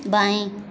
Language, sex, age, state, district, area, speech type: Hindi, female, 30-45, Uttar Pradesh, Azamgarh, rural, read